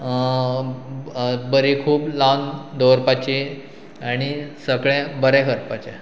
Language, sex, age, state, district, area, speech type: Goan Konkani, male, 30-45, Goa, Pernem, rural, spontaneous